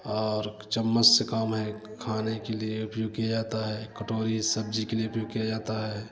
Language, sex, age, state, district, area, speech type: Hindi, male, 30-45, Uttar Pradesh, Prayagraj, rural, spontaneous